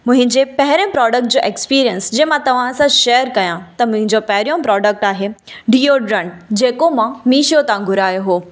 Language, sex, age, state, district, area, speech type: Sindhi, female, 18-30, Gujarat, Kutch, urban, spontaneous